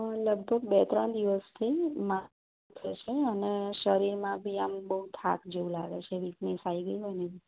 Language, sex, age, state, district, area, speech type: Gujarati, female, 30-45, Gujarat, Kheda, urban, conversation